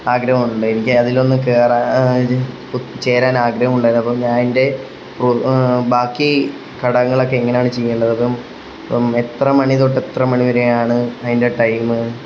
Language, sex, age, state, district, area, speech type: Malayalam, male, 30-45, Kerala, Wayanad, rural, spontaneous